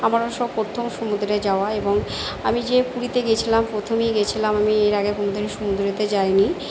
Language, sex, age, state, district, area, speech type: Bengali, female, 45-60, West Bengal, Purba Bardhaman, urban, spontaneous